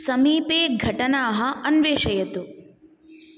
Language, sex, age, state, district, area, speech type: Sanskrit, female, 18-30, Tamil Nadu, Kanchipuram, urban, read